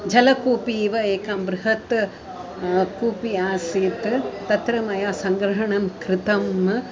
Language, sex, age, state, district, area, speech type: Sanskrit, female, 60+, Tamil Nadu, Chennai, urban, spontaneous